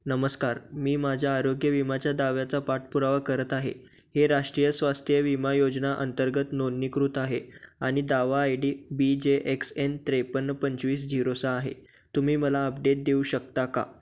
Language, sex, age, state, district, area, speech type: Marathi, male, 18-30, Maharashtra, Sangli, urban, read